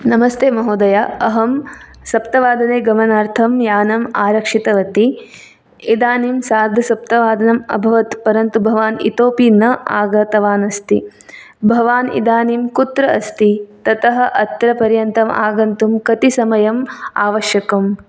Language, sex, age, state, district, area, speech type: Sanskrit, female, 18-30, Karnataka, Udupi, urban, spontaneous